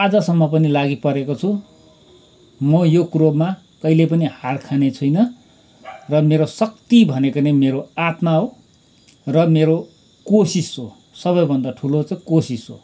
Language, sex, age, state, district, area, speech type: Nepali, male, 45-60, West Bengal, Kalimpong, rural, spontaneous